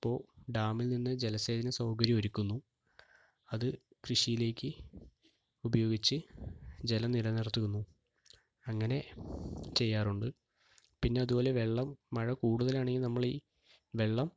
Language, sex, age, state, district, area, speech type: Malayalam, male, 30-45, Kerala, Palakkad, rural, spontaneous